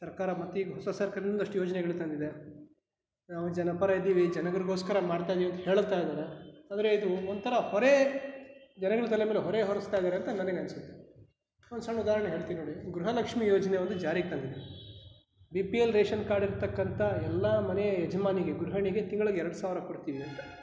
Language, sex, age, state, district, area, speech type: Kannada, male, 30-45, Karnataka, Kolar, urban, spontaneous